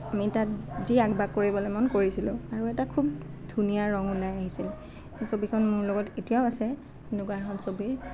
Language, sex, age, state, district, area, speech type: Assamese, female, 18-30, Assam, Nalbari, rural, spontaneous